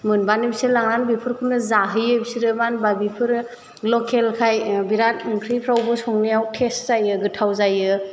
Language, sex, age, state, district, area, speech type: Bodo, female, 30-45, Assam, Chirang, rural, spontaneous